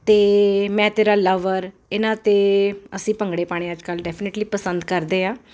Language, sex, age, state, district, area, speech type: Punjabi, female, 45-60, Punjab, Ludhiana, urban, spontaneous